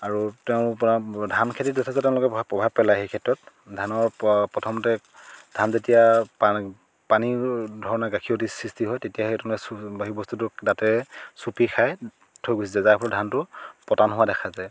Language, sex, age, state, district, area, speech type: Assamese, male, 30-45, Assam, Dhemaji, rural, spontaneous